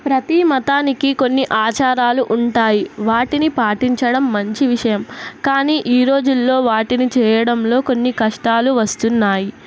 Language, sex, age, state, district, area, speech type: Telugu, female, 18-30, Telangana, Nizamabad, urban, spontaneous